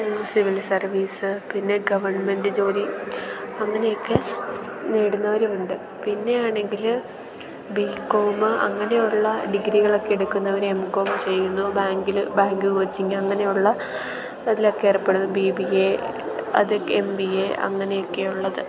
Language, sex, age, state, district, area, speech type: Malayalam, female, 18-30, Kerala, Idukki, rural, spontaneous